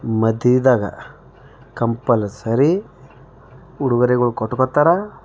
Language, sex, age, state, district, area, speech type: Kannada, male, 30-45, Karnataka, Bidar, urban, spontaneous